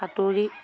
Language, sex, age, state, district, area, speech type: Assamese, female, 30-45, Assam, Lakhimpur, rural, spontaneous